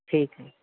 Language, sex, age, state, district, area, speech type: Punjabi, male, 18-30, Punjab, Bathinda, rural, conversation